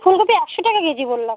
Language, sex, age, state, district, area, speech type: Bengali, female, 18-30, West Bengal, Alipurduar, rural, conversation